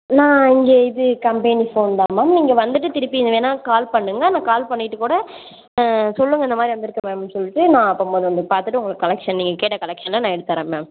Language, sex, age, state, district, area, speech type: Tamil, female, 18-30, Tamil Nadu, Sivaganga, rural, conversation